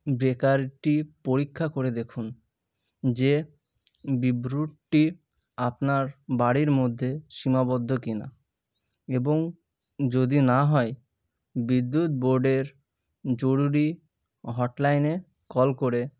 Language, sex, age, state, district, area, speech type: Bengali, male, 18-30, West Bengal, Murshidabad, urban, spontaneous